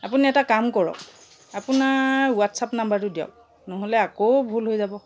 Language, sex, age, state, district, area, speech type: Assamese, female, 45-60, Assam, Charaideo, urban, spontaneous